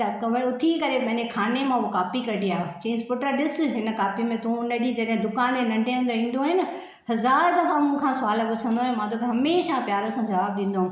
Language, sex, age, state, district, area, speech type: Sindhi, female, 60+, Maharashtra, Thane, urban, spontaneous